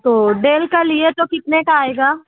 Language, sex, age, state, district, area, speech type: Urdu, male, 45-60, Maharashtra, Nashik, urban, conversation